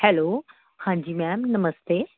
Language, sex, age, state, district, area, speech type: Punjabi, female, 30-45, Punjab, Pathankot, urban, conversation